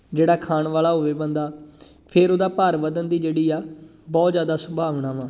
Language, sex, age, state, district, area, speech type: Punjabi, male, 18-30, Punjab, Gurdaspur, rural, spontaneous